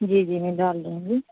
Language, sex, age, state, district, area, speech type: Urdu, female, 18-30, Uttar Pradesh, Aligarh, urban, conversation